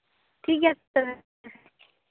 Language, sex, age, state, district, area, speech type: Santali, female, 18-30, Jharkhand, Seraikela Kharsawan, rural, conversation